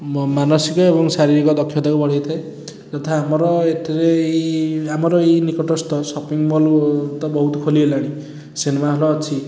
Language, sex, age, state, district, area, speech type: Odia, male, 30-45, Odisha, Puri, urban, spontaneous